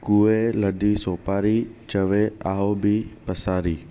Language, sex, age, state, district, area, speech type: Sindhi, male, 18-30, Maharashtra, Thane, urban, spontaneous